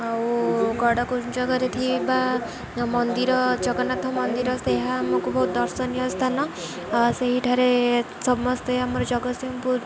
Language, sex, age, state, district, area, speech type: Odia, female, 18-30, Odisha, Jagatsinghpur, rural, spontaneous